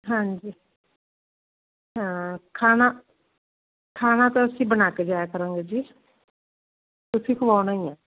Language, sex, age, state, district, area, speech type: Punjabi, female, 60+, Punjab, Barnala, rural, conversation